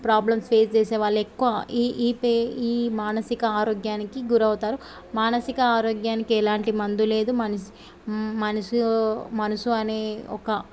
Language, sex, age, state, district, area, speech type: Telugu, female, 18-30, Telangana, Medak, urban, spontaneous